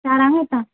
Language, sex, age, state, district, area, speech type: Goan Konkani, female, 18-30, Goa, Quepem, rural, conversation